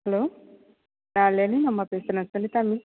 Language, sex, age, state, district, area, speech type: Tamil, female, 45-60, Tamil Nadu, Thanjavur, rural, conversation